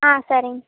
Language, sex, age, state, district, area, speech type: Tamil, female, 18-30, Tamil Nadu, Kallakurichi, rural, conversation